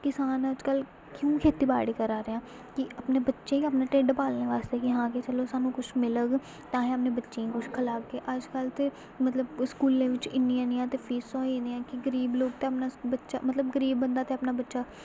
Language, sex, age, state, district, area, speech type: Dogri, female, 18-30, Jammu and Kashmir, Samba, rural, spontaneous